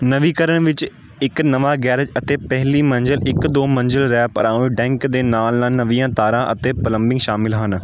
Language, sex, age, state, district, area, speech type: Punjabi, male, 30-45, Punjab, Amritsar, urban, read